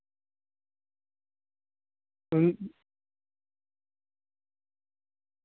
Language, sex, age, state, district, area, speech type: Dogri, male, 18-30, Jammu and Kashmir, Samba, rural, conversation